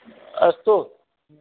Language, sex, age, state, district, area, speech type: Sanskrit, male, 18-30, Rajasthan, Jodhpur, rural, conversation